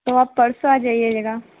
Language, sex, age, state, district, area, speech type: Hindi, female, 18-30, Madhya Pradesh, Harda, urban, conversation